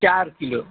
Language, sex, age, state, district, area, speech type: Hindi, male, 45-60, Uttar Pradesh, Azamgarh, rural, conversation